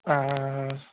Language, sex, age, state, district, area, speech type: Bengali, male, 18-30, West Bengal, Darjeeling, rural, conversation